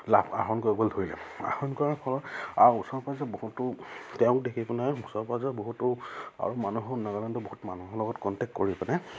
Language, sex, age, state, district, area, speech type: Assamese, male, 30-45, Assam, Charaideo, rural, spontaneous